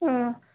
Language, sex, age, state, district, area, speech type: Assamese, female, 18-30, Assam, Dhemaji, urban, conversation